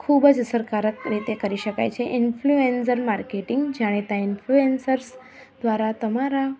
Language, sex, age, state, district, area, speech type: Gujarati, female, 30-45, Gujarat, Kheda, rural, spontaneous